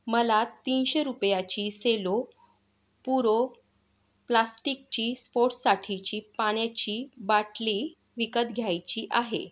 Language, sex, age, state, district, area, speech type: Marathi, female, 45-60, Maharashtra, Yavatmal, urban, read